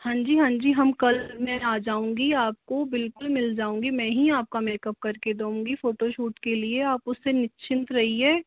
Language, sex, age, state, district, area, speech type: Hindi, female, 45-60, Rajasthan, Jaipur, urban, conversation